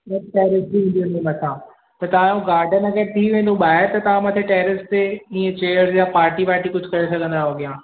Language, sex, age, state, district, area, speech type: Sindhi, male, 18-30, Maharashtra, Thane, urban, conversation